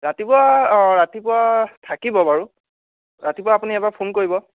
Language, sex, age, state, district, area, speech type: Assamese, male, 30-45, Assam, Biswanath, rural, conversation